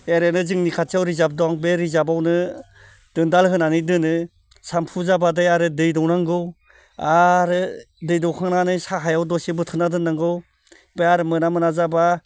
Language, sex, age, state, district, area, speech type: Bodo, male, 45-60, Assam, Baksa, urban, spontaneous